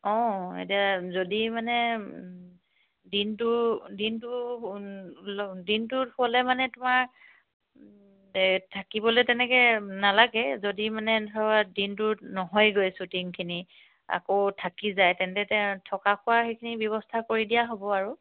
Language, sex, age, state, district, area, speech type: Assamese, female, 45-60, Assam, Dibrugarh, rural, conversation